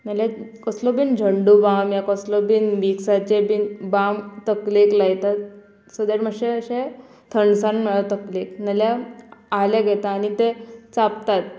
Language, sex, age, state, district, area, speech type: Goan Konkani, female, 18-30, Goa, Murmgao, rural, spontaneous